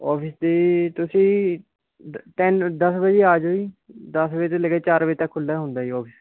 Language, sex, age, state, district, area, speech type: Punjabi, male, 18-30, Punjab, Mohali, rural, conversation